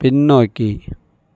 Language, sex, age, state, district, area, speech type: Tamil, male, 45-60, Tamil Nadu, Tiruvannamalai, rural, read